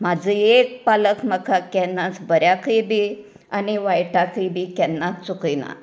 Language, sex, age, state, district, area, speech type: Goan Konkani, female, 60+, Goa, Canacona, rural, spontaneous